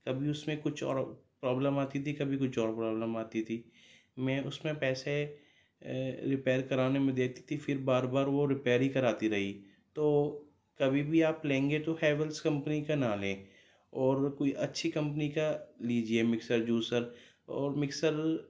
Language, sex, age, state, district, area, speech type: Urdu, female, 30-45, Delhi, Central Delhi, urban, spontaneous